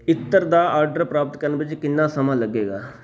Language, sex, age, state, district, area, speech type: Punjabi, male, 30-45, Punjab, Shaheed Bhagat Singh Nagar, urban, read